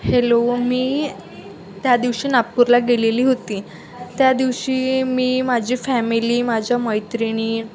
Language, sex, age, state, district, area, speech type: Marathi, female, 30-45, Maharashtra, Wardha, rural, spontaneous